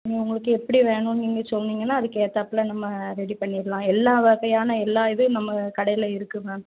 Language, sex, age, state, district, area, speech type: Tamil, female, 30-45, Tamil Nadu, Thoothukudi, rural, conversation